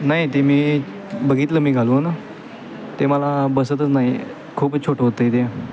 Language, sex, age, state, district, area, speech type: Marathi, male, 18-30, Maharashtra, Sangli, urban, spontaneous